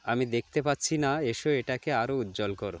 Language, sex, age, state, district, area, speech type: Bengali, male, 45-60, West Bengal, Jalpaiguri, rural, read